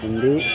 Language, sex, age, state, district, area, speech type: Hindi, male, 30-45, Bihar, Vaishali, urban, spontaneous